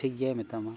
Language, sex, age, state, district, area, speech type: Santali, male, 45-60, Odisha, Mayurbhanj, rural, spontaneous